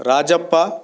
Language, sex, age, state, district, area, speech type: Kannada, male, 45-60, Karnataka, Shimoga, rural, spontaneous